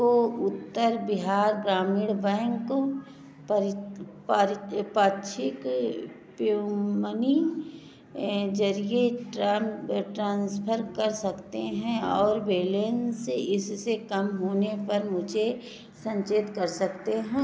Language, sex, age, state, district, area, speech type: Hindi, female, 45-60, Uttar Pradesh, Bhadohi, rural, read